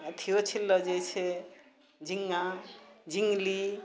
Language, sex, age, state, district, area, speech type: Maithili, female, 45-60, Bihar, Purnia, rural, spontaneous